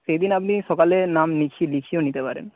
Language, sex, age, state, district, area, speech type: Bengali, male, 30-45, West Bengal, Nadia, rural, conversation